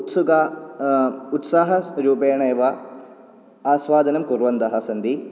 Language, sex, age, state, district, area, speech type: Sanskrit, male, 18-30, Kerala, Kottayam, urban, spontaneous